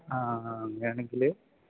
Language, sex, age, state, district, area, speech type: Malayalam, male, 18-30, Kerala, Idukki, rural, conversation